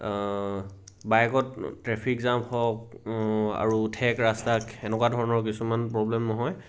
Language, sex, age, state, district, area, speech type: Assamese, male, 18-30, Assam, Sivasagar, rural, spontaneous